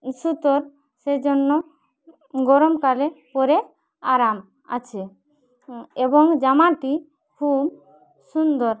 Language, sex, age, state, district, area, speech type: Bengali, female, 18-30, West Bengal, Jhargram, rural, spontaneous